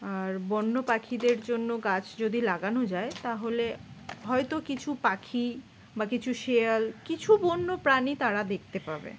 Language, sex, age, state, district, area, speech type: Bengali, female, 30-45, West Bengal, Dakshin Dinajpur, urban, spontaneous